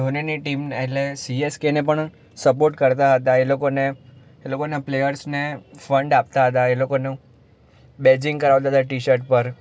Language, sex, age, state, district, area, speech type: Gujarati, male, 18-30, Gujarat, Surat, urban, spontaneous